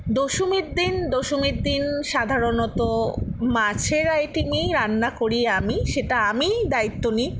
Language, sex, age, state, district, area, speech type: Bengali, female, 60+, West Bengal, Paschim Bardhaman, rural, spontaneous